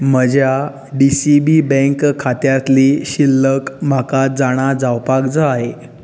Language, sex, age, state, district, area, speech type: Goan Konkani, male, 18-30, Goa, Bardez, urban, read